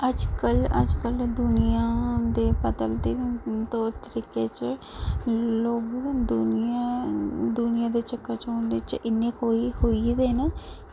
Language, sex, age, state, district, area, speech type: Dogri, female, 18-30, Jammu and Kashmir, Kathua, rural, spontaneous